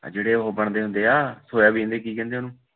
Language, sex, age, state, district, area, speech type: Punjabi, male, 30-45, Punjab, Hoshiarpur, rural, conversation